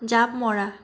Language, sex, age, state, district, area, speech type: Assamese, female, 18-30, Assam, Biswanath, rural, read